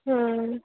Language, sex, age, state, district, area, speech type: Hindi, female, 18-30, Madhya Pradesh, Indore, urban, conversation